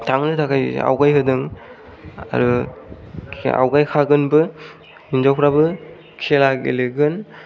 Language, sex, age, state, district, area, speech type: Bodo, male, 18-30, Assam, Kokrajhar, rural, spontaneous